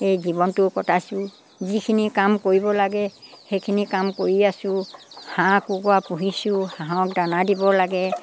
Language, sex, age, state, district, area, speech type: Assamese, female, 60+, Assam, Dibrugarh, rural, spontaneous